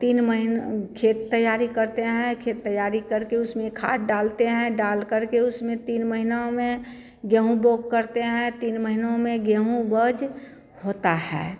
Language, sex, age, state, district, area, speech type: Hindi, female, 45-60, Bihar, Madhepura, rural, spontaneous